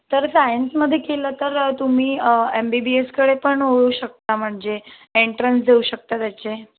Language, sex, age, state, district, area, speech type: Marathi, female, 18-30, Maharashtra, Akola, urban, conversation